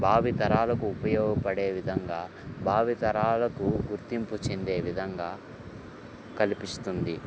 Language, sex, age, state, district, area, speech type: Telugu, male, 18-30, Andhra Pradesh, Guntur, urban, spontaneous